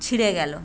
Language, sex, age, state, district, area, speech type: Bengali, female, 45-60, West Bengal, Paschim Medinipur, rural, spontaneous